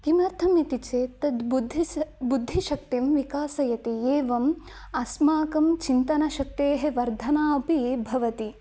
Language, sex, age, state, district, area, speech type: Sanskrit, female, 18-30, Karnataka, Chikkamagaluru, rural, spontaneous